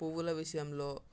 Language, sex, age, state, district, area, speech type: Telugu, male, 18-30, Telangana, Mancherial, rural, spontaneous